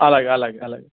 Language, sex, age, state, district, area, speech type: Telugu, male, 60+, Andhra Pradesh, Nellore, urban, conversation